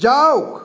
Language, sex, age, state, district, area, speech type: Assamese, male, 45-60, Assam, Sonitpur, urban, read